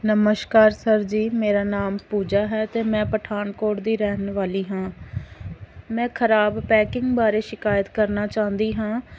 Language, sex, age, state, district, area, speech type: Punjabi, female, 30-45, Punjab, Pathankot, rural, spontaneous